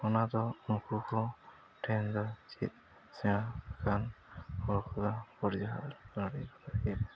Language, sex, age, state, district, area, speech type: Santali, male, 30-45, Jharkhand, East Singhbhum, rural, spontaneous